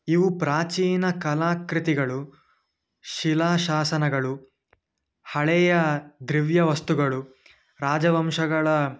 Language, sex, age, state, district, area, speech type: Kannada, male, 18-30, Karnataka, Dakshina Kannada, urban, spontaneous